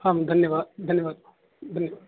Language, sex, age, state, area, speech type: Sanskrit, male, 18-30, Rajasthan, rural, conversation